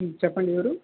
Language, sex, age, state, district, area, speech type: Telugu, male, 18-30, Andhra Pradesh, Sri Balaji, rural, conversation